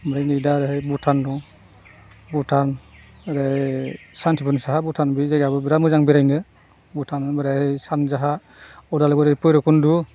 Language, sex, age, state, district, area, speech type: Bodo, male, 60+, Assam, Chirang, rural, spontaneous